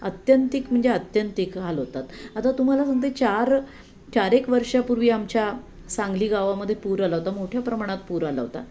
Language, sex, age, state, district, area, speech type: Marathi, female, 60+, Maharashtra, Sangli, urban, spontaneous